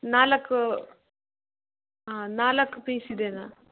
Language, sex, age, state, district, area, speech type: Kannada, female, 18-30, Karnataka, Chitradurga, rural, conversation